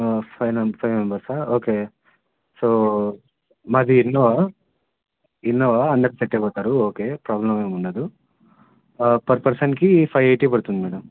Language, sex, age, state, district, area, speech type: Telugu, male, 18-30, Andhra Pradesh, Anantapur, urban, conversation